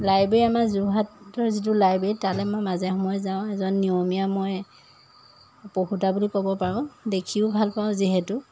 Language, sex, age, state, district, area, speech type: Assamese, female, 45-60, Assam, Jorhat, urban, spontaneous